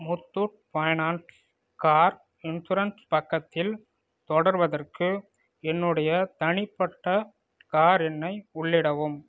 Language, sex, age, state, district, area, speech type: Tamil, male, 30-45, Tamil Nadu, Viluppuram, rural, read